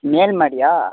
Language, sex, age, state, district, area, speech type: Tamil, male, 18-30, Tamil Nadu, Dharmapuri, urban, conversation